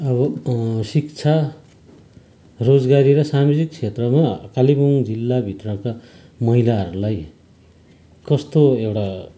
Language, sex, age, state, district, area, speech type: Nepali, male, 45-60, West Bengal, Kalimpong, rural, spontaneous